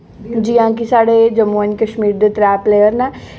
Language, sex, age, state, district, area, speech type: Dogri, female, 18-30, Jammu and Kashmir, Jammu, urban, spontaneous